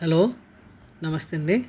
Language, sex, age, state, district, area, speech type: Telugu, male, 30-45, Andhra Pradesh, West Godavari, rural, spontaneous